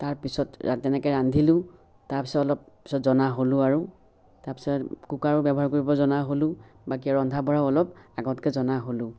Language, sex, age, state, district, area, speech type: Assamese, female, 60+, Assam, Biswanath, rural, spontaneous